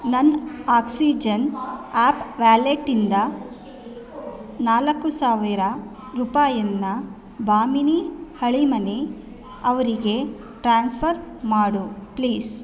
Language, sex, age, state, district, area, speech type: Kannada, female, 30-45, Karnataka, Mandya, rural, read